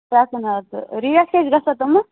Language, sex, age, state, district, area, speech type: Kashmiri, female, 30-45, Jammu and Kashmir, Bandipora, rural, conversation